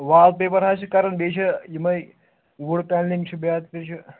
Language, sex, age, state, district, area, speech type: Kashmiri, male, 18-30, Jammu and Kashmir, Pulwama, urban, conversation